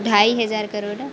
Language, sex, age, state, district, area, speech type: Hindi, female, 18-30, Madhya Pradesh, Harda, urban, spontaneous